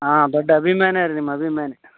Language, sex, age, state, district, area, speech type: Kannada, male, 30-45, Karnataka, Raichur, rural, conversation